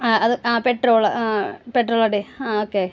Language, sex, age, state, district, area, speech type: Malayalam, female, 30-45, Kerala, Ernakulam, rural, spontaneous